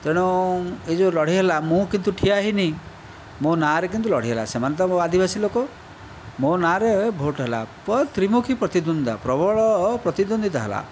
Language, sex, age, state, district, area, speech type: Odia, male, 60+, Odisha, Kandhamal, rural, spontaneous